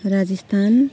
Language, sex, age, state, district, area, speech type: Nepali, female, 45-60, West Bengal, Jalpaiguri, urban, spontaneous